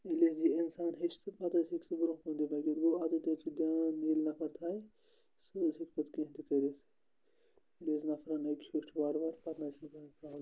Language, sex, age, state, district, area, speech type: Kashmiri, male, 30-45, Jammu and Kashmir, Bandipora, rural, spontaneous